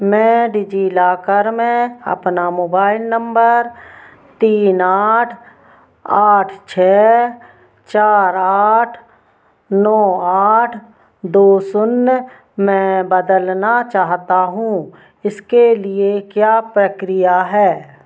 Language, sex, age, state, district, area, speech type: Hindi, female, 45-60, Madhya Pradesh, Narsinghpur, rural, read